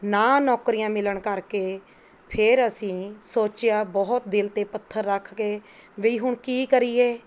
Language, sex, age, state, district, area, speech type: Punjabi, female, 45-60, Punjab, Mohali, urban, spontaneous